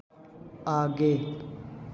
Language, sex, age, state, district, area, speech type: Hindi, male, 18-30, Madhya Pradesh, Hoshangabad, urban, read